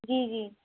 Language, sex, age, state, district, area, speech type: Urdu, female, 18-30, Uttar Pradesh, Mau, urban, conversation